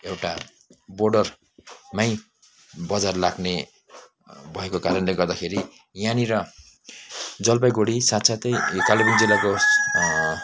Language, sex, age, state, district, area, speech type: Nepali, male, 30-45, West Bengal, Kalimpong, rural, spontaneous